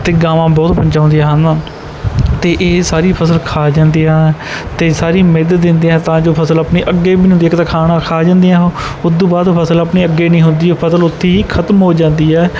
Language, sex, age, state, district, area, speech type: Punjabi, male, 30-45, Punjab, Bathinda, rural, spontaneous